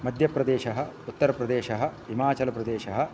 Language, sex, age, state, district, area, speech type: Sanskrit, male, 45-60, Kerala, Kasaragod, urban, spontaneous